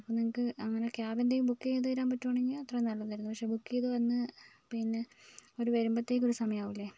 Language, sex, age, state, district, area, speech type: Malayalam, female, 18-30, Kerala, Wayanad, rural, spontaneous